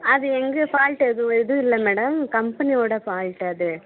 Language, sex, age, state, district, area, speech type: Tamil, female, 30-45, Tamil Nadu, Krishnagiri, rural, conversation